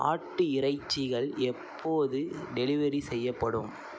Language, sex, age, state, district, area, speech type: Tamil, male, 18-30, Tamil Nadu, Mayiladuthurai, urban, read